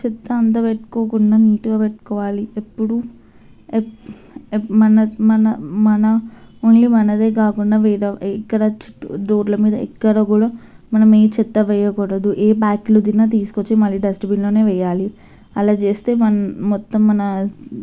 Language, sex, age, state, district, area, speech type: Telugu, female, 18-30, Telangana, Medchal, urban, spontaneous